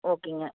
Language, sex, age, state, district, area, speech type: Tamil, female, 30-45, Tamil Nadu, Coimbatore, rural, conversation